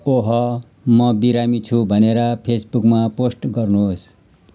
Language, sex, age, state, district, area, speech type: Nepali, male, 60+, West Bengal, Jalpaiguri, urban, read